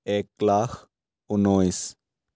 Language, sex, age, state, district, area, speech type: Assamese, male, 18-30, Assam, Biswanath, rural, spontaneous